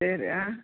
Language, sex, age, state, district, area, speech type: Tamil, female, 60+, Tamil Nadu, Nilgiris, rural, conversation